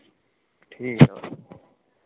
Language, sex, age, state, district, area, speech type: Hindi, male, 18-30, Rajasthan, Bharatpur, urban, conversation